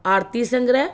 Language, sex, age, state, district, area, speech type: Punjabi, female, 45-60, Punjab, Fatehgarh Sahib, rural, spontaneous